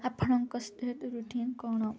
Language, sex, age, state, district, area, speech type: Odia, female, 18-30, Odisha, Nabarangpur, urban, spontaneous